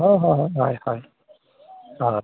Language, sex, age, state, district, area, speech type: Santali, male, 60+, Odisha, Mayurbhanj, rural, conversation